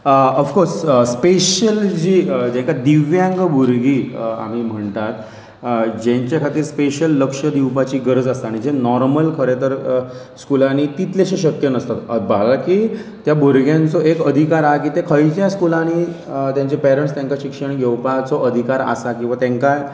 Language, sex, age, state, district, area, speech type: Goan Konkani, male, 30-45, Goa, Pernem, rural, spontaneous